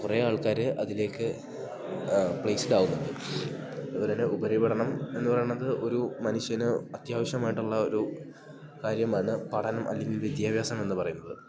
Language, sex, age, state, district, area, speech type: Malayalam, male, 18-30, Kerala, Idukki, rural, spontaneous